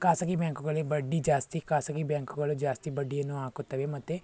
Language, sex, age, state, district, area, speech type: Kannada, male, 60+, Karnataka, Tumkur, rural, spontaneous